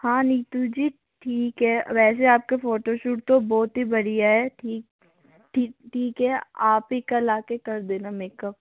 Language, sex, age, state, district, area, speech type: Hindi, male, 45-60, Rajasthan, Jaipur, urban, conversation